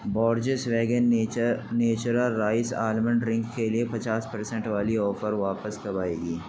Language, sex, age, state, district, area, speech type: Urdu, male, 18-30, Uttar Pradesh, Gautam Buddha Nagar, rural, read